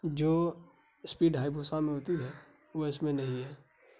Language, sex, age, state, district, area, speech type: Urdu, male, 18-30, Bihar, Saharsa, rural, spontaneous